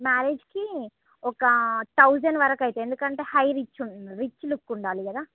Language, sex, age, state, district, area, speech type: Telugu, female, 30-45, Andhra Pradesh, Srikakulam, urban, conversation